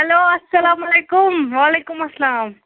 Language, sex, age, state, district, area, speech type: Kashmiri, female, 45-60, Jammu and Kashmir, Ganderbal, rural, conversation